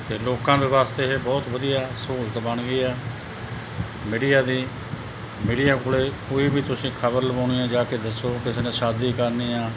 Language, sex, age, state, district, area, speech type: Punjabi, male, 45-60, Punjab, Mansa, urban, spontaneous